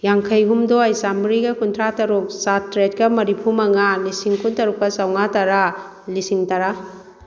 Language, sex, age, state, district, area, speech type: Manipuri, female, 45-60, Manipur, Kakching, rural, spontaneous